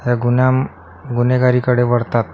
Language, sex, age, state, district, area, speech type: Marathi, male, 45-60, Maharashtra, Akola, urban, spontaneous